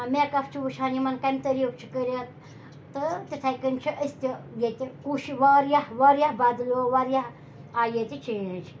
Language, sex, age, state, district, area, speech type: Kashmiri, female, 45-60, Jammu and Kashmir, Srinagar, urban, spontaneous